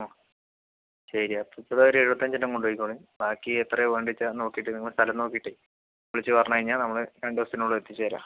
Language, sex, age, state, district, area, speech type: Malayalam, male, 30-45, Kerala, Palakkad, rural, conversation